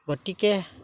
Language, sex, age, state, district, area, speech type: Assamese, male, 60+, Assam, Udalguri, rural, spontaneous